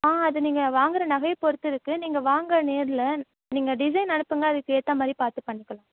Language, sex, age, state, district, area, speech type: Tamil, female, 18-30, Tamil Nadu, Tiruvarur, rural, conversation